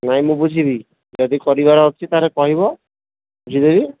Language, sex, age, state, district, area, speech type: Odia, male, 30-45, Odisha, Sambalpur, rural, conversation